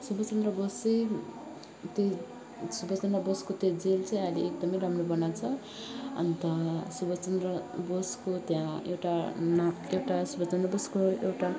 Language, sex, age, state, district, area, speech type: Nepali, female, 30-45, West Bengal, Alipurduar, urban, spontaneous